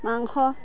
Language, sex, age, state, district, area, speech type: Assamese, female, 30-45, Assam, Dhemaji, rural, spontaneous